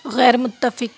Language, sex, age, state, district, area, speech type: Urdu, female, 45-60, Uttar Pradesh, Aligarh, rural, read